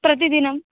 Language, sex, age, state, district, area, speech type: Sanskrit, female, 18-30, Maharashtra, Nagpur, urban, conversation